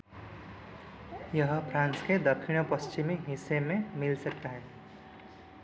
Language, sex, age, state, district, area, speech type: Hindi, male, 18-30, Madhya Pradesh, Seoni, urban, read